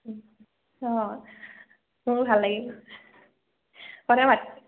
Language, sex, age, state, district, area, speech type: Assamese, female, 45-60, Assam, Biswanath, rural, conversation